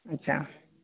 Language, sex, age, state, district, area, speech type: Urdu, male, 18-30, Uttar Pradesh, Saharanpur, urban, conversation